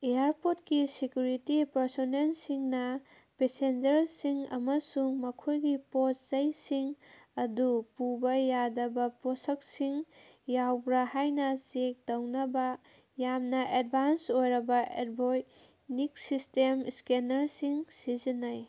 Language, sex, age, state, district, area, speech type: Manipuri, female, 30-45, Manipur, Kangpokpi, urban, read